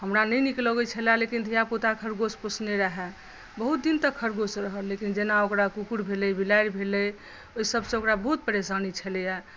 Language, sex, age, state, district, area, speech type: Maithili, female, 45-60, Bihar, Madhubani, rural, spontaneous